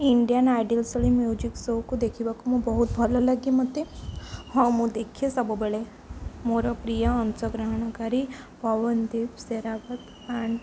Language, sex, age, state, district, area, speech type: Odia, female, 18-30, Odisha, Jagatsinghpur, rural, spontaneous